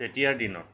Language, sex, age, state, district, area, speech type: Assamese, male, 45-60, Assam, Nagaon, rural, spontaneous